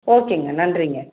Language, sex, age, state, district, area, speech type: Tamil, female, 30-45, Tamil Nadu, Salem, urban, conversation